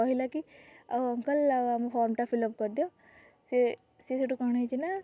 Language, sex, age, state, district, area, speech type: Odia, female, 18-30, Odisha, Kendrapara, urban, spontaneous